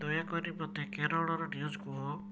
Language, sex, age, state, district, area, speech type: Odia, male, 18-30, Odisha, Cuttack, urban, read